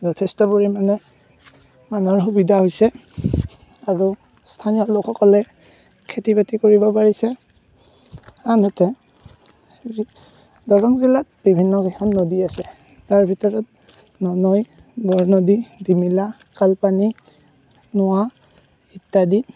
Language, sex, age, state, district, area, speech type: Assamese, male, 18-30, Assam, Darrang, rural, spontaneous